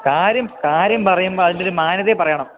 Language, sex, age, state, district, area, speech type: Malayalam, male, 18-30, Kerala, Idukki, rural, conversation